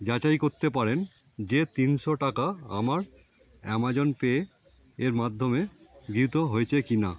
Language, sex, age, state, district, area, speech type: Bengali, male, 45-60, West Bengal, Howrah, urban, read